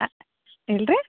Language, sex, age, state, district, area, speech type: Kannada, female, 60+, Karnataka, Belgaum, rural, conversation